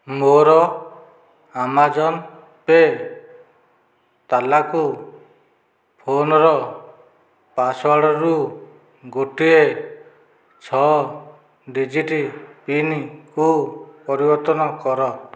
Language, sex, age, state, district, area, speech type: Odia, male, 45-60, Odisha, Dhenkanal, rural, read